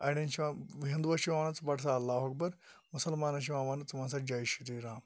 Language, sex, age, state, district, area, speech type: Kashmiri, male, 30-45, Jammu and Kashmir, Pulwama, urban, spontaneous